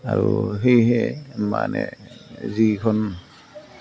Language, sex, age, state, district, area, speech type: Assamese, male, 45-60, Assam, Goalpara, urban, spontaneous